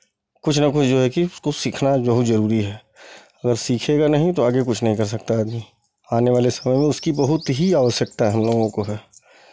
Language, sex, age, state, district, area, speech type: Hindi, male, 45-60, Uttar Pradesh, Chandauli, urban, spontaneous